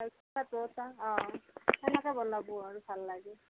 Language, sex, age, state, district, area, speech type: Assamese, female, 45-60, Assam, Nalbari, rural, conversation